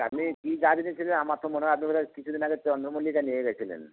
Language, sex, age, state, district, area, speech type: Bengali, male, 60+, West Bengal, North 24 Parganas, urban, conversation